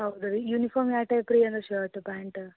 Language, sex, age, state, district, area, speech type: Kannada, female, 18-30, Karnataka, Gulbarga, urban, conversation